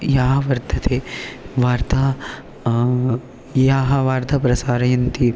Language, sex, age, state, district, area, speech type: Sanskrit, male, 18-30, Maharashtra, Chandrapur, rural, spontaneous